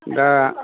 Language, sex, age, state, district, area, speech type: Bodo, male, 60+, Assam, Kokrajhar, urban, conversation